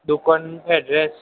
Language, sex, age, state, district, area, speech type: Gujarati, male, 60+, Gujarat, Aravalli, urban, conversation